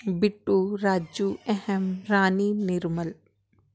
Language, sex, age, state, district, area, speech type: Punjabi, female, 30-45, Punjab, Tarn Taran, urban, spontaneous